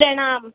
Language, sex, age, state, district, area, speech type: Hindi, female, 18-30, Uttar Pradesh, Prayagraj, urban, conversation